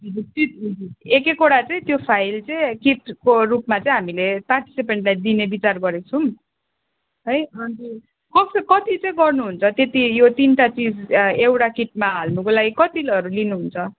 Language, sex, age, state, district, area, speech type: Nepali, female, 18-30, West Bengal, Darjeeling, rural, conversation